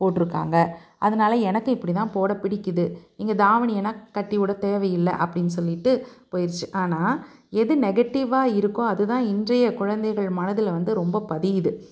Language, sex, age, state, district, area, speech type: Tamil, female, 45-60, Tamil Nadu, Tiruppur, urban, spontaneous